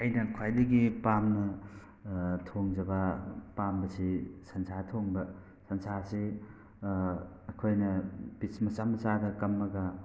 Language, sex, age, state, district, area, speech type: Manipuri, male, 45-60, Manipur, Thoubal, rural, spontaneous